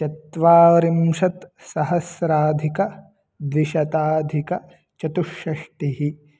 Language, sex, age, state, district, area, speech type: Sanskrit, male, 18-30, Karnataka, Mandya, rural, spontaneous